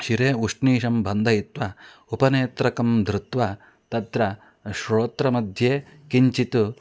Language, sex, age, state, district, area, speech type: Sanskrit, male, 45-60, Karnataka, Shimoga, rural, spontaneous